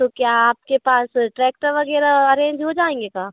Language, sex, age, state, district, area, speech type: Hindi, female, 45-60, Madhya Pradesh, Bhopal, urban, conversation